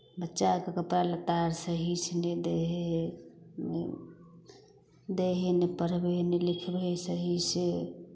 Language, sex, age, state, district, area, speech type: Maithili, female, 30-45, Bihar, Samastipur, rural, spontaneous